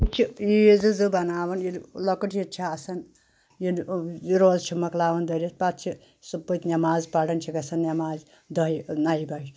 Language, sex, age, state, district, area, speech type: Kashmiri, female, 60+, Jammu and Kashmir, Anantnag, rural, spontaneous